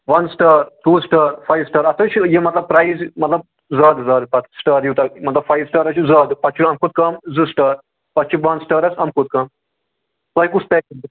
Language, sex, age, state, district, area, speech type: Kashmiri, male, 45-60, Jammu and Kashmir, Srinagar, urban, conversation